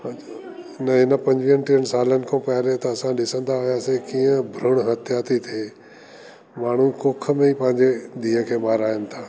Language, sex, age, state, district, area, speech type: Sindhi, male, 60+, Delhi, South Delhi, urban, spontaneous